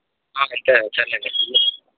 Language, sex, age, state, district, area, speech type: Telugu, male, 18-30, Andhra Pradesh, N T Rama Rao, rural, conversation